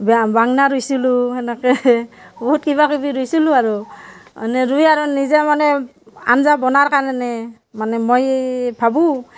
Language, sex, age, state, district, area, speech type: Assamese, female, 45-60, Assam, Barpeta, rural, spontaneous